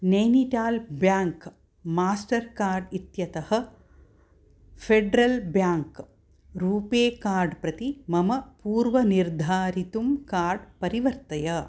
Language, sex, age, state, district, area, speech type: Sanskrit, female, 60+, Karnataka, Mysore, urban, read